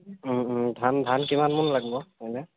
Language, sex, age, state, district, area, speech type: Assamese, female, 60+, Assam, Kamrup Metropolitan, urban, conversation